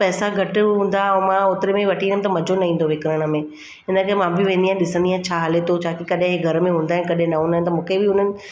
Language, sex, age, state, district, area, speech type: Sindhi, female, 30-45, Maharashtra, Mumbai Suburban, urban, spontaneous